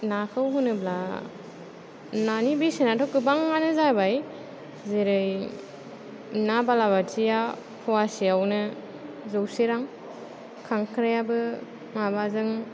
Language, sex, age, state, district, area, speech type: Bodo, female, 30-45, Assam, Chirang, urban, spontaneous